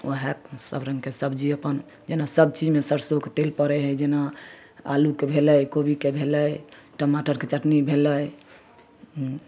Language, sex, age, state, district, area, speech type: Maithili, female, 30-45, Bihar, Samastipur, rural, spontaneous